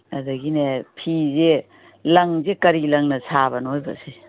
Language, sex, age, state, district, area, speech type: Manipuri, female, 60+, Manipur, Kangpokpi, urban, conversation